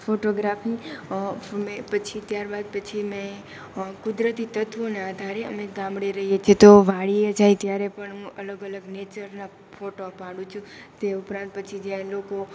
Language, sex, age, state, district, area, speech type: Gujarati, female, 18-30, Gujarat, Rajkot, rural, spontaneous